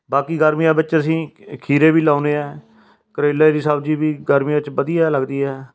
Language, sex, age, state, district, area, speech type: Punjabi, male, 45-60, Punjab, Fatehgarh Sahib, rural, spontaneous